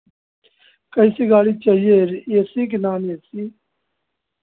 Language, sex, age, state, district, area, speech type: Hindi, male, 60+, Uttar Pradesh, Ayodhya, rural, conversation